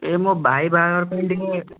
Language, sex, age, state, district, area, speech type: Odia, male, 18-30, Odisha, Puri, urban, conversation